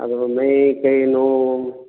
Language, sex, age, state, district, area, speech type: Kannada, male, 60+, Karnataka, Gulbarga, urban, conversation